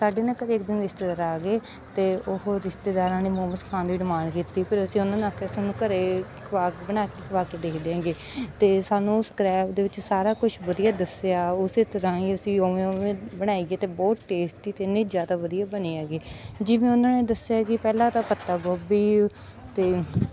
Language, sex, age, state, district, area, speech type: Punjabi, female, 30-45, Punjab, Bathinda, rural, spontaneous